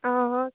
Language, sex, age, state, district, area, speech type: Assamese, female, 30-45, Assam, Tinsukia, rural, conversation